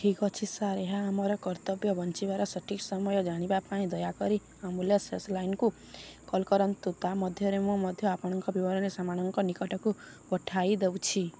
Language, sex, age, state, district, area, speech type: Odia, female, 18-30, Odisha, Subarnapur, urban, read